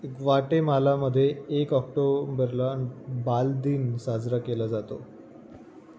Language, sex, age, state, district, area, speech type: Marathi, male, 18-30, Maharashtra, Jalna, rural, read